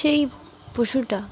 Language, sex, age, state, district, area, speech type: Bengali, female, 30-45, West Bengal, Dakshin Dinajpur, urban, spontaneous